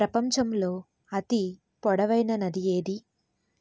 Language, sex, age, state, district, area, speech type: Telugu, female, 18-30, Andhra Pradesh, N T Rama Rao, urban, read